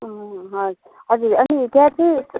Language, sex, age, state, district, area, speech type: Nepali, female, 30-45, West Bengal, Kalimpong, rural, conversation